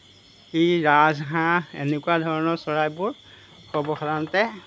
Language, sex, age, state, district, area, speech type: Assamese, male, 60+, Assam, Golaghat, rural, spontaneous